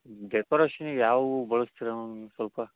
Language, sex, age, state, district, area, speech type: Kannada, male, 30-45, Karnataka, Davanagere, rural, conversation